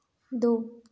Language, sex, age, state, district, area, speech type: Hindi, female, 18-30, Madhya Pradesh, Ujjain, urban, read